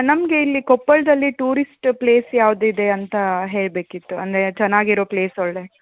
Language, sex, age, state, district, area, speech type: Kannada, female, 30-45, Karnataka, Koppal, rural, conversation